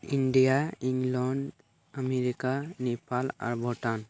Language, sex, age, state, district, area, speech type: Santali, male, 18-30, West Bengal, Birbhum, rural, spontaneous